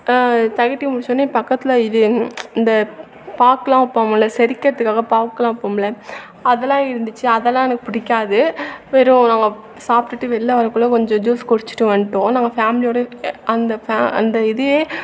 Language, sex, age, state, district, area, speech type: Tamil, female, 18-30, Tamil Nadu, Thanjavur, urban, spontaneous